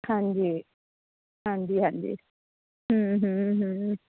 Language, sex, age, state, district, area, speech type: Punjabi, female, 30-45, Punjab, Muktsar, urban, conversation